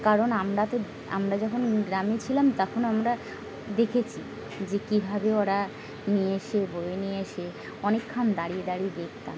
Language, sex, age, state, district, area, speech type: Bengali, female, 45-60, West Bengal, Birbhum, urban, spontaneous